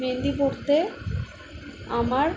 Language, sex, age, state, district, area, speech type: Bengali, female, 18-30, West Bengal, Alipurduar, rural, spontaneous